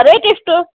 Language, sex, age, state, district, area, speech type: Kannada, female, 60+, Karnataka, Uttara Kannada, rural, conversation